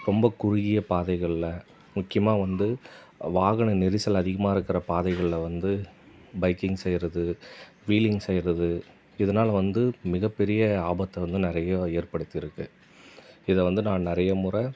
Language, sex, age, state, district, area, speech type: Tamil, male, 30-45, Tamil Nadu, Tiruvannamalai, rural, spontaneous